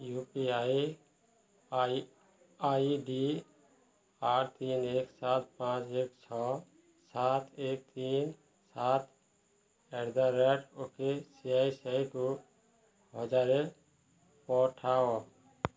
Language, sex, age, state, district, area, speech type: Odia, male, 30-45, Odisha, Balangir, urban, read